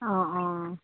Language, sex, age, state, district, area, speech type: Assamese, female, 30-45, Assam, Golaghat, urban, conversation